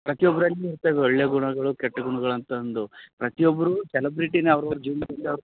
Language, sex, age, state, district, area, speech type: Kannada, male, 30-45, Karnataka, Raichur, rural, conversation